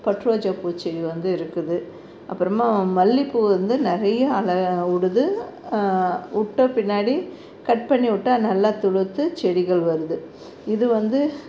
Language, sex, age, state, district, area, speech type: Tamil, female, 45-60, Tamil Nadu, Tirupattur, rural, spontaneous